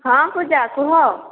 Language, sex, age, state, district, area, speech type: Odia, female, 45-60, Odisha, Boudh, rural, conversation